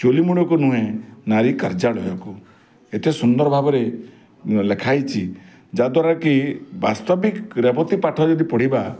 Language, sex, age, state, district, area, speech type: Odia, male, 45-60, Odisha, Bargarh, urban, spontaneous